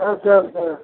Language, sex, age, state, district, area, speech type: Odia, male, 45-60, Odisha, Sundergarh, rural, conversation